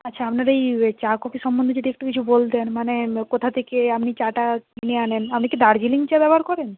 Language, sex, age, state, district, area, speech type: Bengali, female, 60+, West Bengal, Nadia, rural, conversation